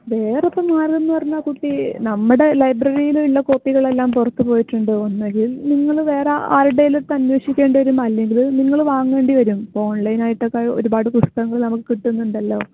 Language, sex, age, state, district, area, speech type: Malayalam, female, 18-30, Kerala, Malappuram, rural, conversation